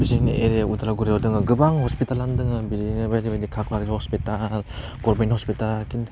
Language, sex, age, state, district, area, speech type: Bodo, male, 18-30, Assam, Udalguri, urban, spontaneous